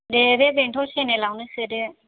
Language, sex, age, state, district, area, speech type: Bodo, female, 30-45, Assam, Chirang, urban, conversation